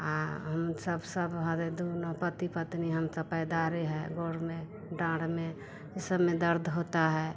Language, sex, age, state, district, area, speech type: Hindi, female, 45-60, Bihar, Vaishali, rural, spontaneous